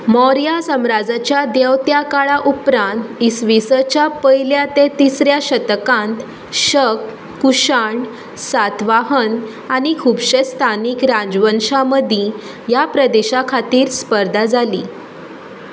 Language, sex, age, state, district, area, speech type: Goan Konkani, female, 18-30, Goa, Tiswadi, rural, read